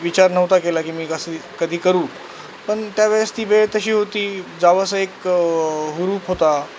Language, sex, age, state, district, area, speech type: Marathi, male, 30-45, Maharashtra, Nanded, rural, spontaneous